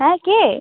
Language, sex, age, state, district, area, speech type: Bengali, female, 18-30, West Bengal, Alipurduar, rural, conversation